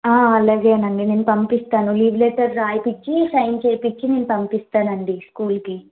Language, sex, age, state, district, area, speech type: Telugu, female, 18-30, Andhra Pradesh, Vizianagaram, rural, conversation